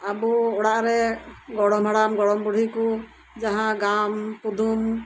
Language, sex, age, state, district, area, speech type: Santali, female, 60+, West Bengal, Birbhum, rural, spontaneous